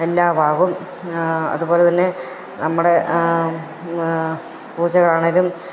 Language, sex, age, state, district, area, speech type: Malayalam, female, 30-45, Kerala, Pathanamthitta, rural, spontaneous